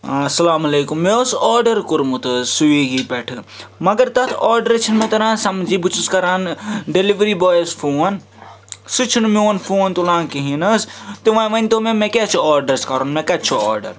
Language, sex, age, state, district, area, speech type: Kashmiri, male, 30-45, Jammu and Kashmir, Srinagar, urban, spontaneous